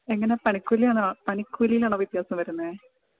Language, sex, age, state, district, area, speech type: Malayalam, female, 30-45, Kerala, Idukki, rural, conversation